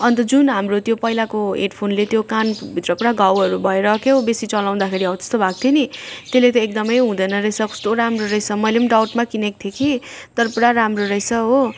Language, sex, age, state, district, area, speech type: Nepali, female, 45-60, West Bengal, Darjeeling, rural, spontaneous